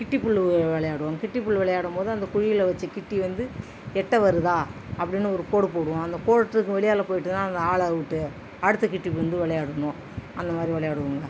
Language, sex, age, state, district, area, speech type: Tamil, female, 45-60, Tamil Nadu, Cuddalore, rural, spontaneous